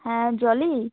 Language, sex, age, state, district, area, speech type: Bengali, female, 18-30, West Bengal, Alipurduar, rural, conversation